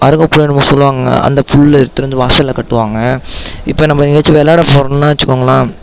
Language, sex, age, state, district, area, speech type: Tamil, female, 18-30, Tamil Nadu, Mayiladuthurai, urban, spontaneous